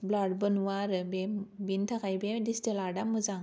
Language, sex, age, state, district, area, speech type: Bodo, female, 18-30, Assam, Kokrajhar, rural, spontaneous